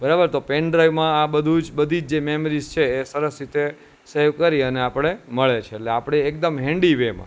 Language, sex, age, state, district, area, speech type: Gujarati, male, 30-45, Gujarat, Junagadh, urban, spontaneous